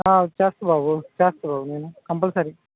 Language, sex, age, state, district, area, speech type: Telugu, male, 18-30, Telangana, Khammam, urban, conversation